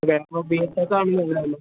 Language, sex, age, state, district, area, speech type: Malayalam, male, 18-30, Kerala, Thrissur, rural, conversation